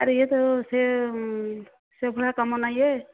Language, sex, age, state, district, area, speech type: Odia, female, 45-60, Odisha, Jajpur, rural, conversation